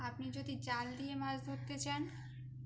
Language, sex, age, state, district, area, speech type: Bengali, female, 18-30, West Bengal, Birbhum, urban, spontaneous